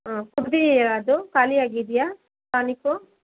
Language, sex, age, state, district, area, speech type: Kannada, female, 60+, Karnataka, Kolar, rural, conversation